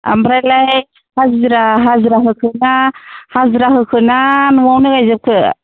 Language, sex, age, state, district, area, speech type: Bodo, female, 60+, Assam, Kokrajhar, urban, conversation